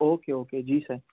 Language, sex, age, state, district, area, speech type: Sindhi, male, 18-30, Gujarat, Kutch, urban, conversation